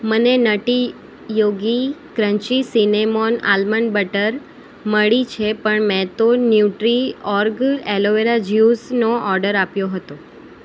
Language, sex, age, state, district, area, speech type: Gujarati, female, 18-30, Gujarat, Valsad, rural, read